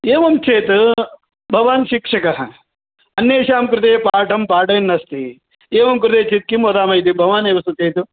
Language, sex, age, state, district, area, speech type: Sanskrit, male, 45-60, Karnataka, Vijayapura, urban, conversation